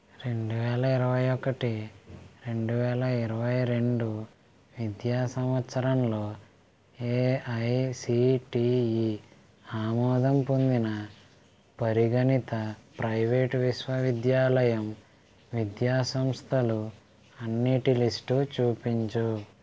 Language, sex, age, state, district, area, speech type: Telugu, male, 18-30, Andhra Pradesh, Konaseema, rural, read